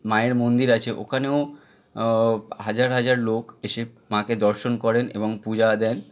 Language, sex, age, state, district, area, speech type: Bengali, male, 18-30, West Bengal, Howrah, urban, spontaneous